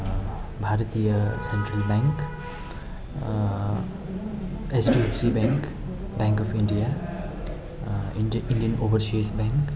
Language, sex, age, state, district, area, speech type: Nepali, male, 30-45, West Bengal, Darjeeling, rural, spontaneous